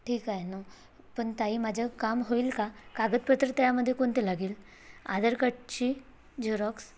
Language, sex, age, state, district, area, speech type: Marathi, female, 18-30, Maharashtra, Bhandara, rural, spontaneous